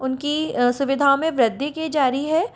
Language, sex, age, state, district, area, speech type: Hindi, female, 30-45, Rajasthan, Jodhpur, urban, spontaneous